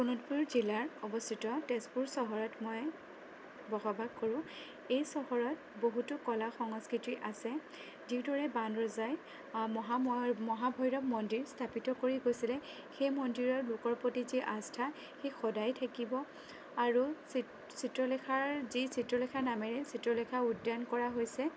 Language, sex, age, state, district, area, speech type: Assamese, female, 30-45, Assam, Sonitpur, rural, spontaneous